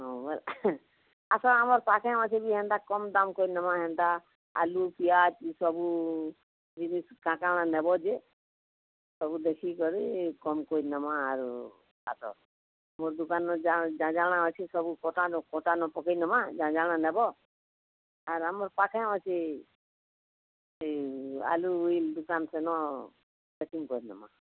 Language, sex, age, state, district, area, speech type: Odia, female, 45-60, Odisha, Bargarh, rural, conversation